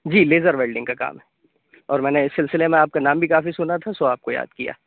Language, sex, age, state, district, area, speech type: Urdu, male, 18-30, Uttar Pradesh, Aligarh, urban, conversation